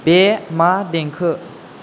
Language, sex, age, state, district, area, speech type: Bodo, male, 18-30, Assam, Chirang, rural, read